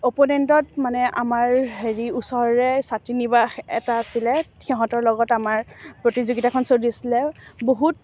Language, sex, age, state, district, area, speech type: Assamese, female, 18-30, Assam, Morigaon, rural, spontaneous